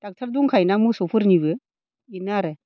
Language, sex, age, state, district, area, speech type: Bodo, female, 45-60, Assam, Baksa, rural, spontaneous